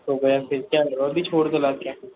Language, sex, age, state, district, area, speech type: Hindi, male, 45-60, Rajasthan, Jodhpur, urban, conversation